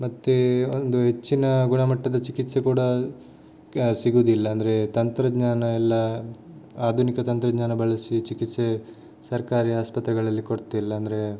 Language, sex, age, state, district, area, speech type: Kannada, male, 18-30, Karnataka, Tumkur, urban, spontaneous